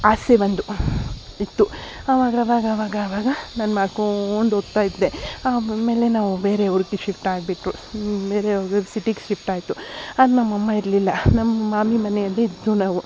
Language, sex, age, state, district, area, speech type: Kannada, female, 45-60, Karnataka, Davanagere, urban, spontaneous